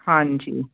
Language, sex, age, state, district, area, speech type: Punjabi, female, 45-60, Punjab, Fazilka, rural, conversation